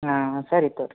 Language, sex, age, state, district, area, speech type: Kannada, male, 18-30, Karnataka, Gadag, urban, conversation